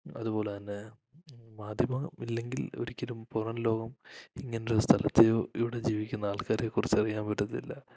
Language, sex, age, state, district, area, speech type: Malayalam, male, 18-30, Kerala, Idukki, rural, spontaneous